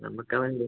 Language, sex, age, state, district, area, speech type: Malayalam, male, 18-30, Kerala, Idukki, urban, conversation